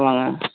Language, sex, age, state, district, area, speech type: Tamil, male, 60+, Tamil Nadu, Vellore, rural, conversation